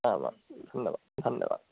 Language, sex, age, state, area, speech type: Sanskrit, male, 18-30, Madhya Pradesh, urban, conversation